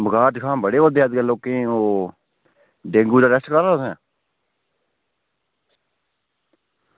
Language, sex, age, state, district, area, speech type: Dogri, female, 30-45, Jammu and Kashmir, Udhampur, rural, conversation